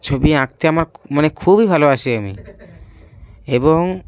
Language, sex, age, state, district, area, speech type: Bengali, male, 18-30, West Bengal, Cooch Behar, urban, spontaneous